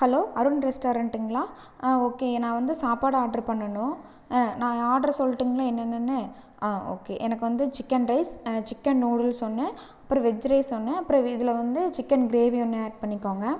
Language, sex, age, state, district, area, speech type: Tamil, female, 18-30, Tamil Nadu, Erode, rural, spontaneous